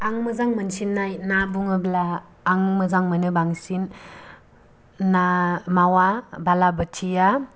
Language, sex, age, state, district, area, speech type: Bodo, female, 18-30, Assam, Kokrajhar, rural, spontaneous